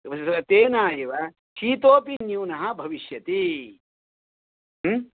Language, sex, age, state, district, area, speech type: Sanskrit, male, 45-60, Karnataka, Shimoga, rural, conversation